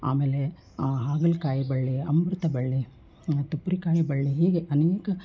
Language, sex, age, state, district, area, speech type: Kannada, female, 60+, Karnataka, Koppal, urban, spontaneous